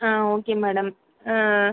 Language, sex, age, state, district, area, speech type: Tamil, female, 30-45, Tamil Nadu, Pudukkottai, rural, conversation